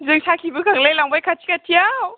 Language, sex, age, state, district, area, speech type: Bodo, female, 18-30, Assam, Baksa, rural, conversation